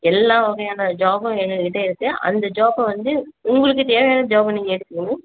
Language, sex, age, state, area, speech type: Tamil, female, 30-45, Tamil Nadu, urban, conversation